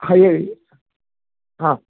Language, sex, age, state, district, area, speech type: Kannada, male, 60+, Karnataka, Uttara Kannada, rural, conversation